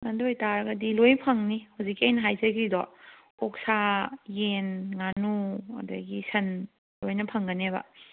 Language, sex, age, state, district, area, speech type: Manipuri, female, 30-45, Manipur, Kangpokpi, urban, conversation